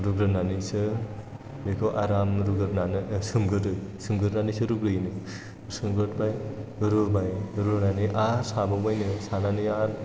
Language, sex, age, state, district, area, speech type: Bodo, male, 18-30, Assam, Chirang, rural, spontaneous